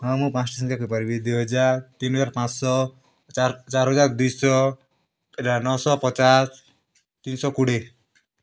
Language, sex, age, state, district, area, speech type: Odia, male, 18-30, Odisha, Kalahandi, rural, spontaneous